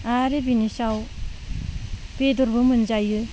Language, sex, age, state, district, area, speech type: Bodo, female, 45-60, Assam, Udalguri, rural, spontaneous